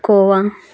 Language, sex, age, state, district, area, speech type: Telugu, female, 30-45, Andhra Pradesh, Kurnool, rural, spontaneous